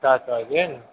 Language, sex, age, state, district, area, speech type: Gujarati, male, 60+, Gujarat, Aravalli, urban, conversation